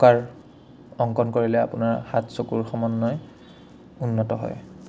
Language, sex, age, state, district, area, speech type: Assamese, male, 18-30, Assam, Udalguri, rural, spontaneous